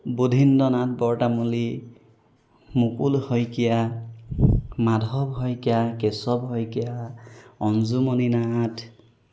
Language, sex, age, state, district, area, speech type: Assamese, male, 30-45, Assam, Golaghat, urban, spontaneous